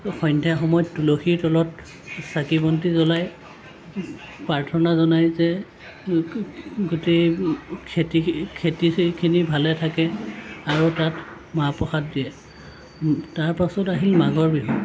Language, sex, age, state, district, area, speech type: Assamese, male, 45-60, Assam, Lakhimpur, rural, spontaneous